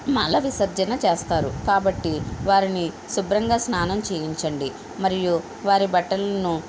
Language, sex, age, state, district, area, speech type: Telugu, female, 18-30, Andhra Pradesh, Konaseema, rural, spontaneous